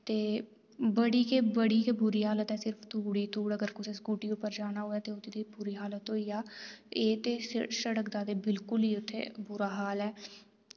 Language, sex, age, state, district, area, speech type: Dogri, female, 18-30, Jammu and Kashmir, Reasi, rural, spontaneous